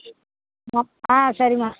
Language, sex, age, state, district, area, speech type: Tamil, female, 60+, Tamil Nadu, Pudukkottai, rural, conversation